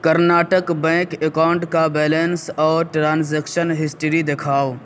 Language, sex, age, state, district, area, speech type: Urdu, male, 18-30, Uttar Pradesh, Saharanpur, urban, read